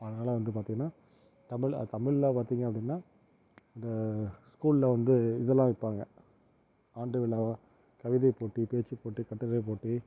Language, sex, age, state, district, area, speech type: Tamil, male, 45-60, Tamil Nadu, Tiruvarur, rural, spontaneous